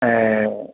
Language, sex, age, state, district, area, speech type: Sindhi, male, 60+, Gujarat, Kutch, rural, conversation